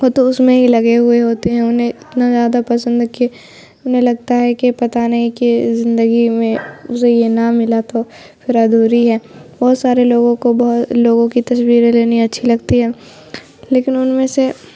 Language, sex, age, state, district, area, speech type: Urdu, female, 18-30, Bihar, Khagaria, rural, spontaneous